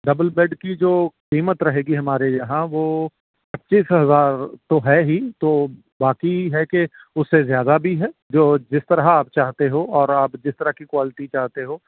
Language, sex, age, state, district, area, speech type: Urdu, male, 45-60, Delhi, South Delhi, urban, conversation